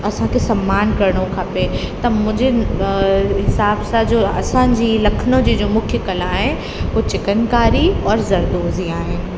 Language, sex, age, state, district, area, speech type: Sindhi, female, 18-30, Uttar Pradesh, Lucknow, rural, spontaneous